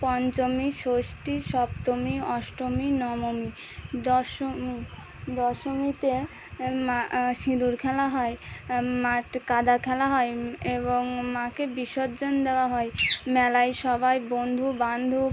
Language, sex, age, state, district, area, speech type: Bengali, female, 18-30, West Bengal, Birbhum, urban, spontaneous